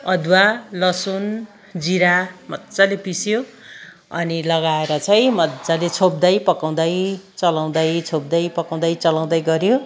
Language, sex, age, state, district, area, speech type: Nepali, female, 60+, West Bengal, Kalimpong, rural, spontaneous